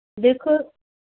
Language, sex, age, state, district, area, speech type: Punjabi, female, 45-60, Punjab, Mohali, urban, conversation